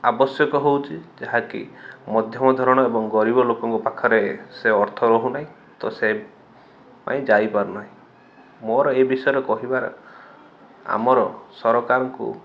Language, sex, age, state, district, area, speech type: Odia, male, 45-60, Odisha, Balasore, rural, spontaneous